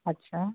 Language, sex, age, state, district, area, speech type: Hindi, female, 60+, Madhya Pradesh, Gwalior, urban, conversation